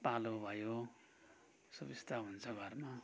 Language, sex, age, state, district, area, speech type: Nepali, male, 60+, West Bengal, Kalimpong, rural, spontaneous